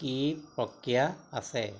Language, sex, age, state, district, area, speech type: Assamese, male, 45-60, Assam, Majuli, rural, read